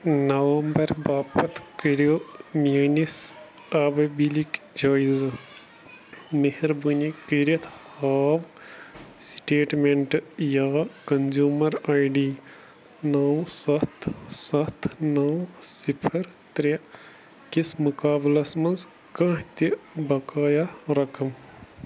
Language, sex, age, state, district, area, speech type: Kashmiri, male, 30-45, Jammu and Kashmir, Bandipora, rural, read